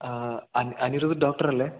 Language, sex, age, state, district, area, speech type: Malayalam, male, 18-30, Kerala, Kasaragod, rural, conversation